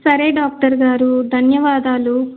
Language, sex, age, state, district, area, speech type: Telugu, female, 30-45, Telangana, Hyderabad, rural, conversation